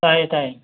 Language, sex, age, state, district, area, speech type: Manipuri, male, 30-45, Manipur, Thoubal, rural, conversation